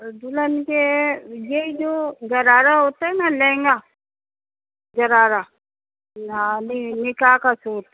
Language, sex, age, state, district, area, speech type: Urdu, female, 45-60, Uttar Pradesh, Rampur, urban, conversation